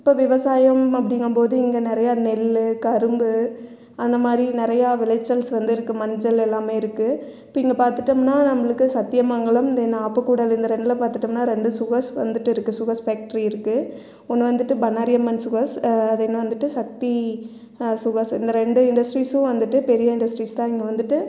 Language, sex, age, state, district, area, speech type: Tamil, female, 30-45, Tamil Nadu, Erode, rural, spontaneous